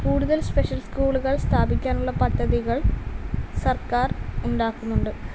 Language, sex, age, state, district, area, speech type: Malayalam, female, 18-30, Kerala, Palakkad, rural, spontaneous